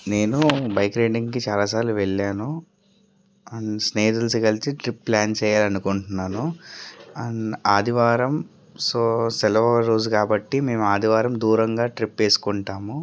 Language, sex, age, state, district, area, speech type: Telugu, male, 18-30, Andhra Pradesh, Krishna, urban, spontaneous